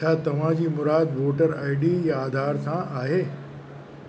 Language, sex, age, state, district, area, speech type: Sindhi, male, 60+, Uttar Pradesh, Lucknow, urban, read